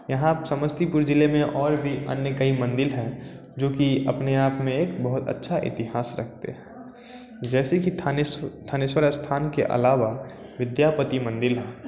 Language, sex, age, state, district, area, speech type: Hindi, male, 18-30, Bihar, Samastipur, rural, spontaneous